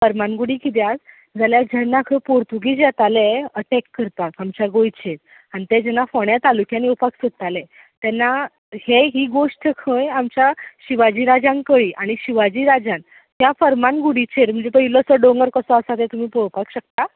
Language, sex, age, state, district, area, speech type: Goan Konkani, female, 18-30, Goa, Ponda, rural, conversation